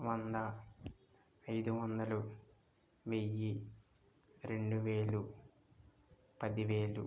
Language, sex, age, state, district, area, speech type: Telugu, female, 18-30, Andhra Pradesh, West Godavari, rural, spontaneous